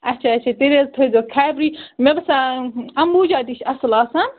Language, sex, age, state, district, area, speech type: Kashmiri, female, 18-30, Jammu and Kashmir, Baramulla, rural, conversation